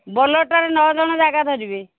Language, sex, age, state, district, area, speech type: Odia, female, 60+, Odisha, Angul, rural, conversation